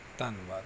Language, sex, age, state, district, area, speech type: Punjabi, male, 30-45, Punjab, Mansa, urban, spontaneous